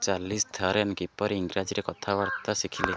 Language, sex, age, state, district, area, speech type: Odia, male, 18-30, Odisha, Jagatsinghpur, rural, read